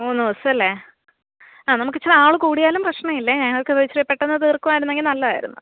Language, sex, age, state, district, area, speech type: Malayalam, female, 18-30, Kerala, Alappuzha, rural, conversation